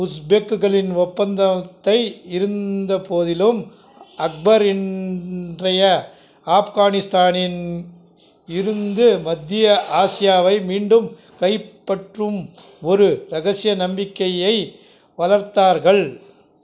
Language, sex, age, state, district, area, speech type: Tamil, male, 60+, Tamil Nadu, Krishnagiri, rural, read